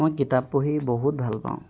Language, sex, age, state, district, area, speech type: Assamese, male, 30-45, Assam, Golaghat, urban, spontaneous